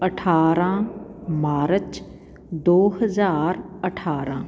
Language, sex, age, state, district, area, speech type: Punjabi, female, 45-60, Punjab, Patiala, rural, spontaneous